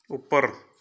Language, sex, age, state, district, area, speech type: Punjabi, male, 30-45, Punjab, Shaheed Bhagat Singh Nagar, rural, read